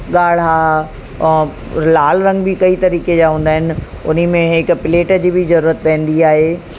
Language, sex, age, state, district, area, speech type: Sindhi, female, 45-60, Uttar Pradesh, Lucknow, urban, spontaneous